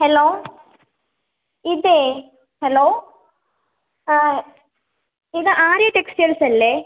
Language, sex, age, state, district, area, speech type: Malayalam, female, 18-30, Kerala, Thiruvananthapuram, rural, conversation